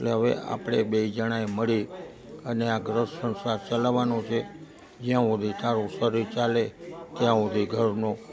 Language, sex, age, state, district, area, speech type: Gujarati, male, 60+, Gujarat, Rajkot, urban, spontaneous